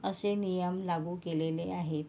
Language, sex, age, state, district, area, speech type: Marathi, female, 45-60, Maharashtra, Yavatmal, urban, spontaneous